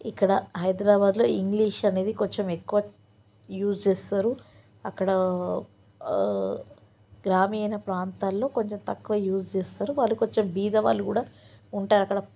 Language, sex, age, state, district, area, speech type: Telugu, female, 30-45, Telangana, Ranga Reddy, rural, spontaneous